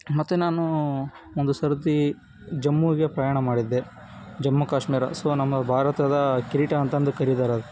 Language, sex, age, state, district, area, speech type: Kannada, male, 18-30, Karnataka, Koppal, rural, spontaneous